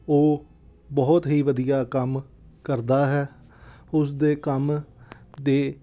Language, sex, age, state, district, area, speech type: Punjabi, male, 30-45, Punjab, Amritsar, urban, spontaneous